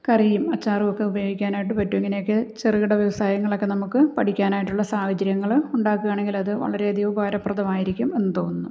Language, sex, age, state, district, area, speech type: Malayalam, female, 45-60, Kerala, Malappuram, rural, spontaneous